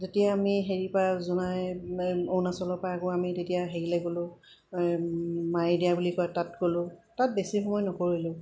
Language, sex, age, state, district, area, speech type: Assamese, female, 30-45, Assam, Golaghat, urban, spontaneous